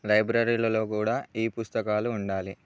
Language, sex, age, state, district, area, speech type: Telugu, male, 18-30, Telangana, Bhadradri Kothagudem, rural, spontaneous